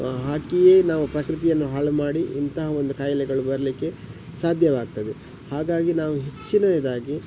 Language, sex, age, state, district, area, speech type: Kannada, male, 45-60, Karnataka, Udupi, rural, spontaneous